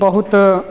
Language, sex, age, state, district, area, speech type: Hindi, male, 18-30, Bihar, Begusarai, rural, spontaneous